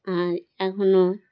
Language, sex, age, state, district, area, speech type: Bengali, female, 30-45, West Bengal, Birbhum, urban, spontaneous